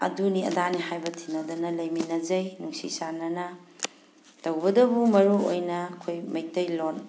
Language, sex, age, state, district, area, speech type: Manipuri, female, 45-60, Manipur, Thoubal, rural, spontaneous